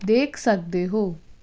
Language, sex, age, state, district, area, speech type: Punjabi, female, 18-30, Punjab, Jalandhar, urban, read